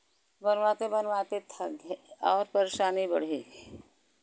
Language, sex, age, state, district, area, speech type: Hindi, female, 60+, Uttar Pradesh, Chandauli, rural, spontaneous